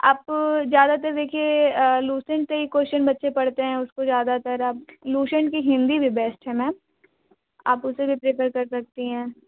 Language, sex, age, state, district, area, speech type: Hindi, female, 18-30, Uttar Pradesh, Sonbhadra, rural, conversation